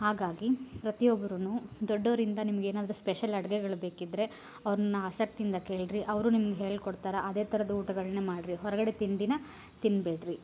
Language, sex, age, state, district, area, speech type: Kannada, female, 30-45, Karnataka, Koppal, rural, spontaneous